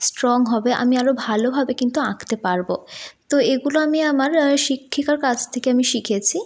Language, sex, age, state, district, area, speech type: Bengali, female, 18-30, West Bengal, North 24 Parganas, urban, spontaneous